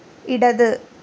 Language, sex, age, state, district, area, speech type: Malayalam, female, 18-30, Kerala, Ernakulam, rural, read